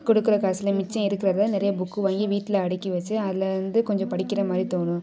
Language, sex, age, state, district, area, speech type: Tamil, female, 18-30, Tamil Nadu, Sivaganga, rural, spontaneous